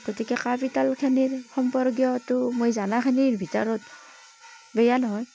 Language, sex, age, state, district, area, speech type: Assamese, female, 30-45, Assam, Barpeta, rural, spontaneous